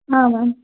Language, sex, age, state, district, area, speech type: Kannada, female, 18-30, Karnataka, Chitradurga, rural, conversation